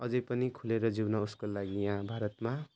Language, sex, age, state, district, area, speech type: Nepali, male, 18-30, West Bengal, Jalpaiguri, rural, spontaneous